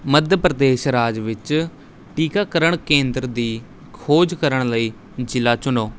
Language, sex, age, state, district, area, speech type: Punjabi, male, 18-30, Punjab, Rupnagar, urban, read